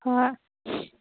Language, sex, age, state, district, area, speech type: Manipuri, female, 30-45, Manipur, Kangpokpi, urban, conversation